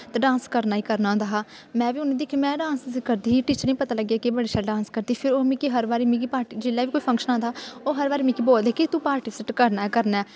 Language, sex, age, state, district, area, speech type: Dogri, female, 18-30, Jammu and Kashmir, Kathua, rural, spontaneous